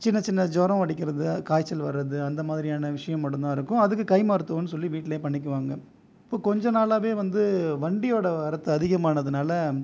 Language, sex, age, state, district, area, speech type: Tamil, male, 30-45, Tamil Nadu, Viluppuram, rural, spontaneous